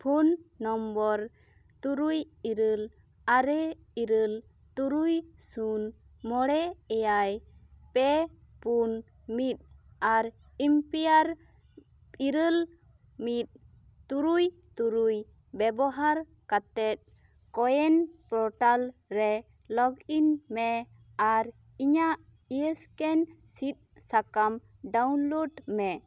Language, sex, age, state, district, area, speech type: Santali, female, 18-30, West Bengal, Bankura, rural, read